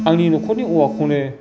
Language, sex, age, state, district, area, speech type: Bodo, male, 45-60, Assam, Kokrajhar, rural, spontaneous